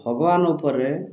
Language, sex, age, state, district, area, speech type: Odia, male, 45-60, Odisha, Kendrapara, urban, spontaneous